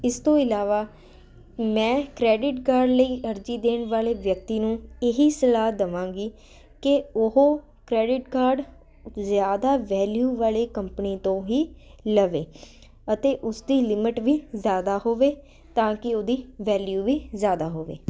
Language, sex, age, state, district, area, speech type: Punjabi, female, 18-30, Punjab, Ludhiana, urban, spontaneous